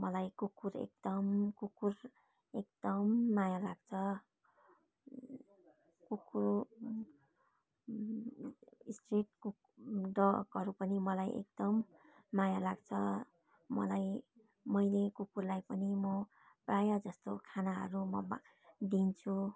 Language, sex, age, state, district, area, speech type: Nepali, female, 45-60, West Bengal, Darjeeling, rural, spontaneous